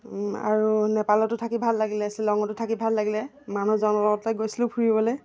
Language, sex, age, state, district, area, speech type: Assamese, female, 45-60, Assam, Golaghat, rural, spontaneous